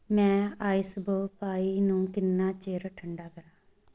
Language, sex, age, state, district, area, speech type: Punjabi, female, 18-30, Punjab, Tarn Taran, rural, read